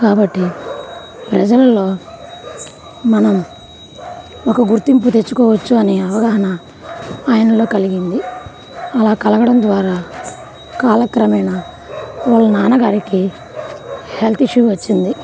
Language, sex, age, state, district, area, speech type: Telugu, female, 30-45, Andhra Pradesh, Nellore, rural, spontaneous